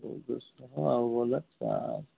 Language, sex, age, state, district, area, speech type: Odia, male, 45-60, Odisha, Malkangiri, urban, conversation